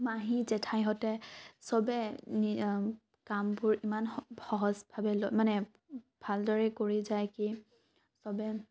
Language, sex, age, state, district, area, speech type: Assamese, female, 18-30, Assam, Morigaon, rural, spontaneous